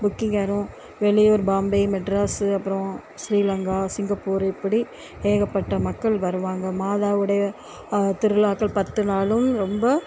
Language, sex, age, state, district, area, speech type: Tamil, female, 45-60, Tamil Nadu, Thoothukudi, urban, spontaneous